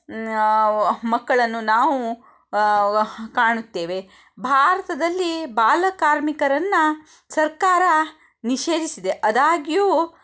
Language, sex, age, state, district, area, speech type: Kannada, female, 30-45, Karnataka, Shimoga, rural, spontaneous